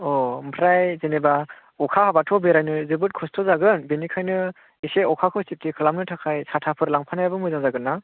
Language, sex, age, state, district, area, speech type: Bodo, male, 30-45, Assam, Chirang, rural, conversation